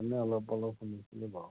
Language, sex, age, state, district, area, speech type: Assamese, male, 30-45, Assam, Majuli, urban, conversation